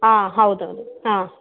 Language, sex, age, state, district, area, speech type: Kannada, female, 45-60, Karnataka, Chikkaballapur, rural, conversation